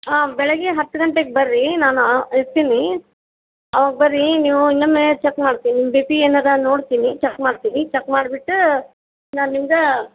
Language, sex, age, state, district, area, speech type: Kannada, female, 30-45, Karnataka, Gadag, rural, conversation